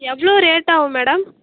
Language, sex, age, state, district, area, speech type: Tamil, female, 45-60, Tamil Nadu, Tiruvarur, rural, conversation